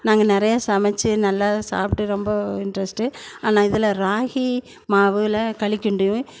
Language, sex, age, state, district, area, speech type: Tamil, female, 60+, Tamil Nadu, Erode, rural, spontaneous